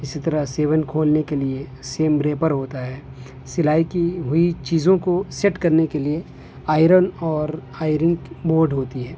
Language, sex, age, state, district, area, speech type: Urdu, male, 18-30, Delhi, North West Delhi, urban, spontaneous